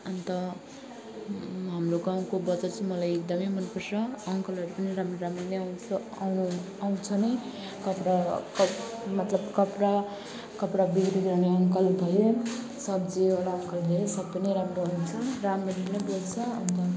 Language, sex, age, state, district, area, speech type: Nepali, female, 30-45, West Bengal, Alipurduar, urban, spontaneous